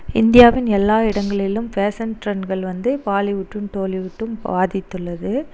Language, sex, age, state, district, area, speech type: Tamil, female, 30-45, Tamil Nadu, Dharmapuri, rural, spontaneous